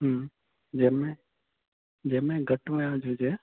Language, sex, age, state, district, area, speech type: Sindhi, male, 30-45, Maharashtra, Thane, urban, conversation